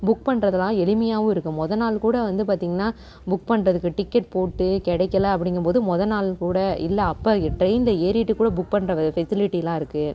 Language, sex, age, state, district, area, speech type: Tamil, female, 30-45, Tamil Nadu, Cuddalore, rural, spontaneous